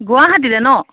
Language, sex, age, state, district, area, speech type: Assamese, female, 18-30, Assam, Golaghat, rural, conversation